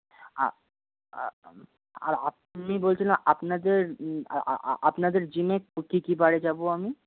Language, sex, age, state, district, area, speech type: Bengali, male, 18-30, West Bengal, Birbhum, urban, conversation